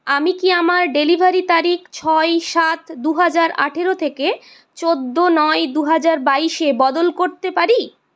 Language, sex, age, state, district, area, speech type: Bengali, female, 60+, West Bengal, Purulia, urban, read